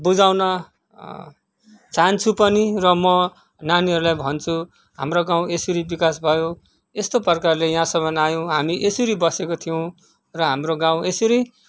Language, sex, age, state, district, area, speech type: Nepali, male, 45-60, West Bengal, Kalimpong, rural, spontaneous